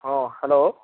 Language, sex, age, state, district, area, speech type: Odia, male, 18-30, Odisha, Bhadrak, rural, conversation